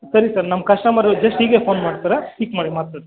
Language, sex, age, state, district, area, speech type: Kannada, male, 18-30, Karnataka, Kolar, rural, conversation